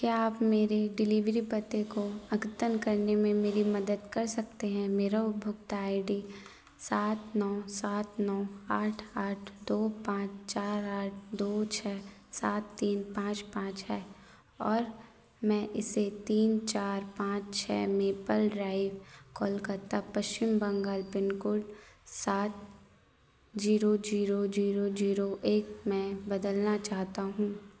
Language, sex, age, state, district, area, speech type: Hindi, female, 18-30, Madhya Pradesh, Narsinghpur, rural, read